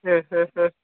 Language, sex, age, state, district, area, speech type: Malayalam, female, 30-45, Kerala, Thiruvananthapuram, rural, conversation